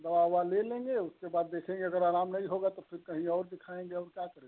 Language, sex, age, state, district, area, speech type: Hindi, male, 30-45, Uttar Pradesh, Chandauli, rural, conversation